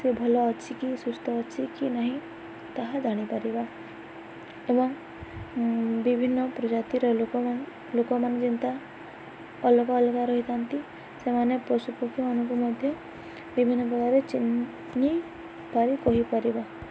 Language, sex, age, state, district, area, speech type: Odia, female, 18-30, Odisha, Balangir, urban, spontaneous